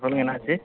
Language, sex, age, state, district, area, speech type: Tamil, male, 18-30, Tamil Nadu, Ariyalur, rural, conversation